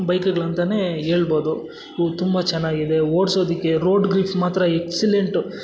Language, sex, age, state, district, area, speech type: Kannada, male, 60+, Karnataka, Kolar, rural, spontaneous